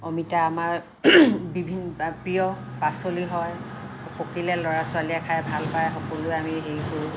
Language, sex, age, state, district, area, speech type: Assamese, female, 60+, Assam, Lakhimpur, urban, spontaneous